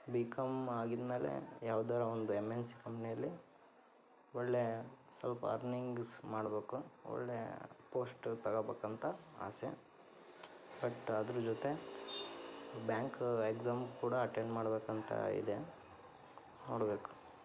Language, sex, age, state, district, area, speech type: Kannada, male, 18-30, Karnataka, Davanagere, urban, spontaneous